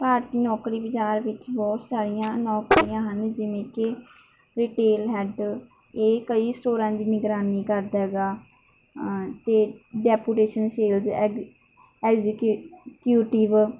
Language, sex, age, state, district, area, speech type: Punjabi, female, 18-30, Punjab, Mansa, rural, spontaneous